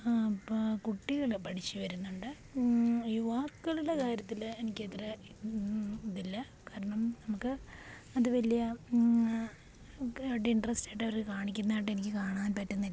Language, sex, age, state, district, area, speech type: Malayalam, female, 30-45, Kerala, Pathanamthitta, rural, spontaneous